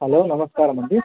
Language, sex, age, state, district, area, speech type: Telugu, male, 18-30, Andhra Pradesh, Visakhapatnam, urban, conversation